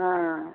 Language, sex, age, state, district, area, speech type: Urdu, female, 30-45, Uttar Pradesh, Ghaziabad, rural, conversation